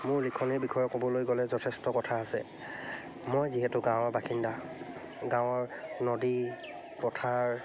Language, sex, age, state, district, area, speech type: Assamese, male, 30-45, Assam, Charaideo, urban, spontaneous